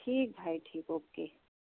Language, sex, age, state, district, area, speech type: Hindi, female, 60+, Uttar Pradesh, Sitapur, rural, conversation